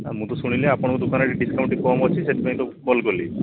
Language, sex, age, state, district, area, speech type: Odia, male, 30-45, Odisha, Balasore, rural, conversation